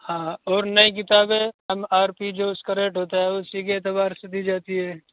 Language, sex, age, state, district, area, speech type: Urdu, male, 18-30, Uttar Pradesh, Saharanpur, urban, conversation